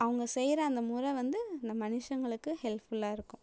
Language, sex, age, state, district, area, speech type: Tamil, female, 18-30, Tamil Nadu, Tiruchirappalli, rural, spontaneous